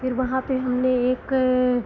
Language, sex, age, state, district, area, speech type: Hindi, female, 60+, Uttar Pradesh, Lucknow, rural, spontaneous